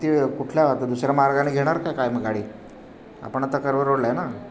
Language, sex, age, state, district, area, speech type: Marathi, male, 60+, Maharashtra, Pune, urban, spontaneous